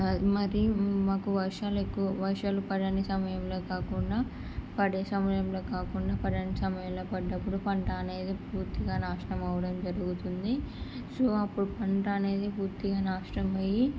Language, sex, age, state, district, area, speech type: Telugu, female, 18-30, Andhra Pradesh, Srikakulam, urban, spontaneous